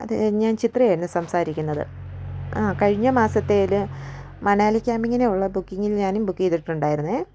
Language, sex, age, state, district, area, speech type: Malayalam, female, 30-45, Kerala, Idukki, rural, spontaneous